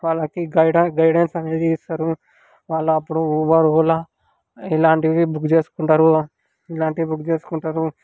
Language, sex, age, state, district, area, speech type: Telugu, male, 18-30, Telangana, Sangareddy, urban, spontaneous